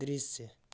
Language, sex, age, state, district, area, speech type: Hindi, male, 18-30, Uttar Pradesh, Chandauli, rural, read